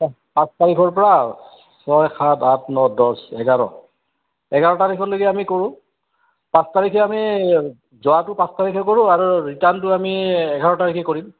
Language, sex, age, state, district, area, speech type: Assamese, male, 60+, Assam, Goalpara, urban, conversation